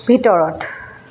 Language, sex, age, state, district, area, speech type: Assamese, female, 18-30, Assam, Jorhat, rural, spontaneous